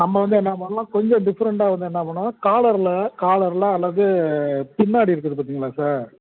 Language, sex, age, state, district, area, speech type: Tamil, male, 30-45, Tamil Nadu, Perambalur, urban, conversation